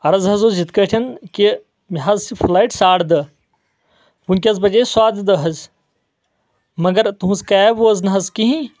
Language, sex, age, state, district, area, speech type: Kashmiri, male, 30-45, Jammu and Kashmir, Kulgam, rural, spontaneous